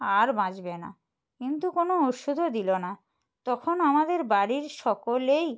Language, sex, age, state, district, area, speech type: Bengali, female, 30-45, West Bengal, Purba Medinipur, rural, spontaneous